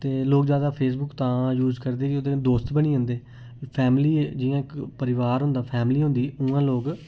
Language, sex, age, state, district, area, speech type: Dogri, male, 18-30, Jammu and Kashmir, Reasi, urban, spontaneous